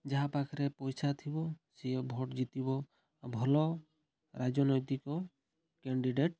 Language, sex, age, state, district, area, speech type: Odia, male, 30-45, Odisha, Mayurbhanj, rural, spontaneous